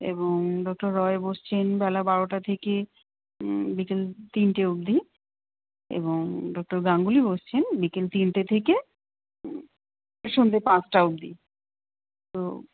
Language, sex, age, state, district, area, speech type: Bengali, female, 30-45, West Bengal, Darjeeling, urban, conversation